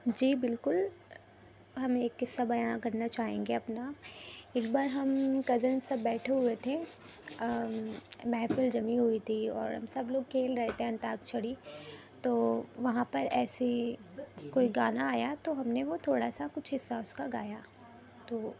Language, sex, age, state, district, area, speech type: Urdu, female, 18-30, Uttar Pradesh, Rampur, urban, spontaneous